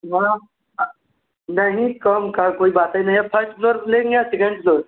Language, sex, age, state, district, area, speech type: Hindi, male, 18-30, Uttar Pradesh, Mirzapur, rural, conversation